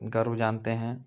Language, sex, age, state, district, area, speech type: Hindi, male, 30-45, Uttar Pradesh, Chandauli, rural, spontaneous